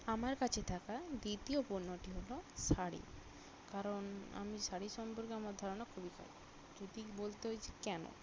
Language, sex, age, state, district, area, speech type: Bengali, female, 30-45, West Bengal, Bankura, urban, spontaneous